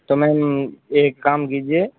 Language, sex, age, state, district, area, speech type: Hindi, male, 18-30, Rajasthan, Jodhpur, urban, conversation